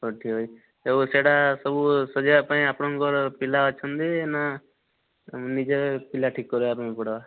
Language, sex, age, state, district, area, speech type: Odia, male, 18-30, Odisha, Boudh, rural, conversation